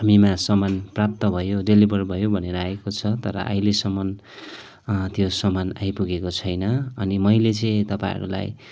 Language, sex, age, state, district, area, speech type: Nepali, male, 45-60, West Bengal, Kalimpong, rural, spontaneous